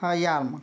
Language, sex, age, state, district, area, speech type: Marathi, male, 30-45, Maharashtra, Yavatmal, rural, spontaneous